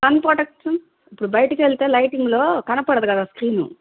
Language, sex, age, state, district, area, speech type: Telugu, female, 45-60, Andhra Pradesh, Guntur, urban, conversation